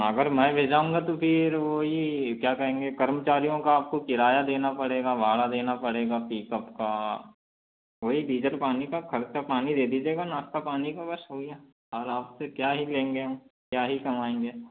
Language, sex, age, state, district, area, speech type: Hindi, male, 60+, Madhya Pradesh, Balaghat, rural, conversation